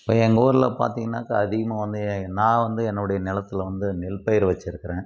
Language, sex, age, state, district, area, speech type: Tamil, male, 60+, Tamil Nadu, Krishnagiri, rural, spontaneous